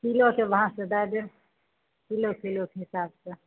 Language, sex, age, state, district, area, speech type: Maithili, female, 45-60, Bihar, Madhepura, rural, conversation